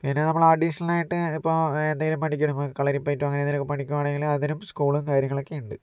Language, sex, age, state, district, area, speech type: Malayalam, male, 45-60, Kerala, Kozhikode, urban, spontaneous